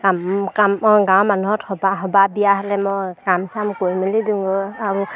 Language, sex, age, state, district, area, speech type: Assamese, female, 18-30, Assam, Sivasagar, rural, spontaneous